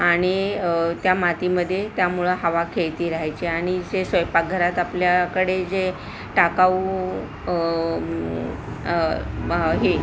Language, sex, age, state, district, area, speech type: Marathi, female, 45-60, Maharashtra, Palghar, urban, spontaneous